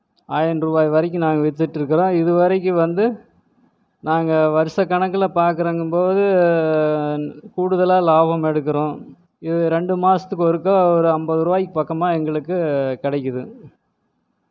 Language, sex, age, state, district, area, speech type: Tamil, male, 45-60, Tamil Nadu, Erode, rural, spontaneous